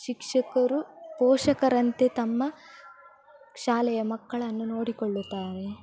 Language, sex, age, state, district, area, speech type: Kannada, female, 18-30, Karnataka, Udupi, rural, spontaneous